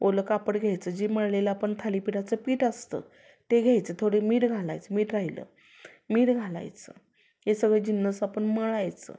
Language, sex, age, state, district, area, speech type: Marathi, female, 30-45, Maharashtra, Sangli, rural, spontaneous